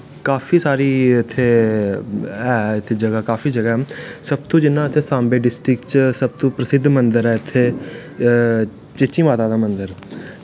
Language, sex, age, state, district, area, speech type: Dogri, male, 18-30, Jammu and Kashmir, Samba, rural, spontaneous